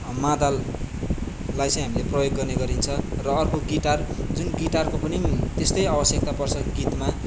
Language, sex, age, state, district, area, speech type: Nepali, male, 18-30, West Bengal, Darjeeling, rural, spontaneous